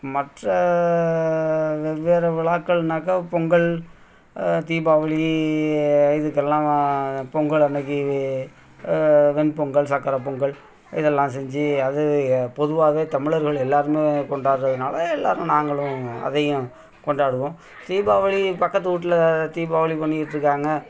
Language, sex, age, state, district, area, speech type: Tamil, male, 60+, Tamil Nadu, Thanjavur, rural, spontaneous